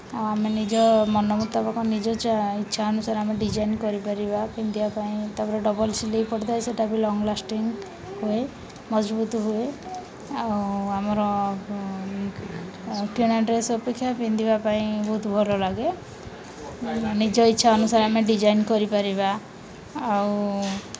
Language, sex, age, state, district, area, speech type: Odia, female, 30-45, Odisha, Rayagada, rural, spontaneous